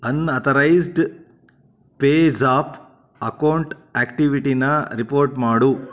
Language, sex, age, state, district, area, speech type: Kannada, male, 60+, Karnataka, Chitradurga, rural, read